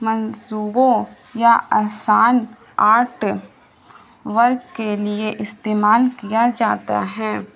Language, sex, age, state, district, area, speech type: Urdu, female, 18-30, Bihar, Gaya, urban, spontaneous